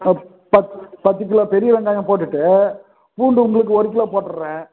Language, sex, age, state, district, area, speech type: Tamil, male, 45-60, Tamil Nadu, Dharmapuri, rural, conversation